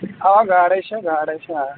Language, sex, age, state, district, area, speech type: Kashmiri, male, 18-30, Jammu and Kashmir, Ganderbal, rural, conversation